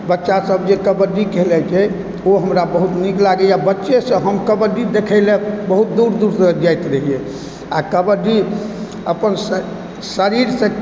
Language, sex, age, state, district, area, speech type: Maithili, male, 45-60, Bihar, Supaul, urban, spontaneous